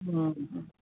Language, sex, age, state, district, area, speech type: Sanskrit, female, 60+, Karnataka, Mysore, urban, conversation